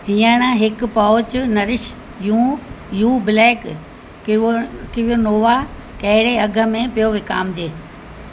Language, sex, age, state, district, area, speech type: Sindhi, female, 60+, Uttar Pradesh, Lucknow, urban, read